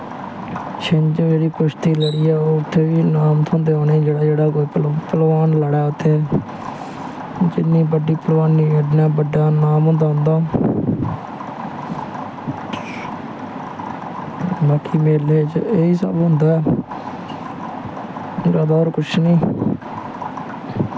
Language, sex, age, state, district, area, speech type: Dogri, male, 18-30, Jammu and Kashmir, Samba, rural, spontaneous